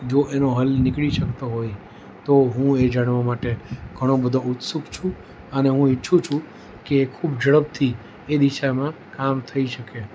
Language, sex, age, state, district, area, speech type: Gujarati, male, 45-60, Gujarat, Rajkot, urban, spontaneous